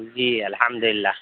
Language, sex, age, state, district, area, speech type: Urdu, male, 60+, Bihar, Madhubani, urban, conversation